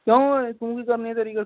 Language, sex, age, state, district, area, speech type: Punjabi, male, 18-30, Punjab, Barnala, rural, conversation